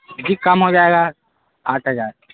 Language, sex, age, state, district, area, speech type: Urdu, male, 18-30, Bihar, Saharsa, rural, conversation